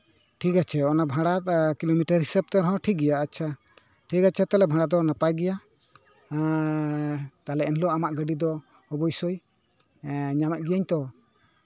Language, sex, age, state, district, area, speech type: Santali, male, 45-60, West Bengal, Bankura, rural, spontaneous